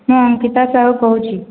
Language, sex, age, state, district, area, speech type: Odia, female, 18-30, Odisha, Balangir, urban, conversation